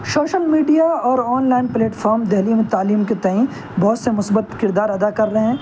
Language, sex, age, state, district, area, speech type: Urdu, male, 18-30, Delhi, North West Delhi, urban, spontaneous